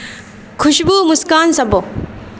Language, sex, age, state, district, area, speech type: Urdu, female, 30-45, Bihar, Supaul, rural, spontaneous